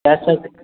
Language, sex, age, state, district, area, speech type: Marathi, male, 18-30, Maharashtra, Satara, urban, conversation